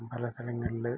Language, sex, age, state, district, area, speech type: Malayalam, male, 60+, Kerala, Malappuram, rural, spontaneous